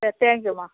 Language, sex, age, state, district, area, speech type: Tamil, female, 30-45, Tamil Nadu, Nagapattinam, urban, conversation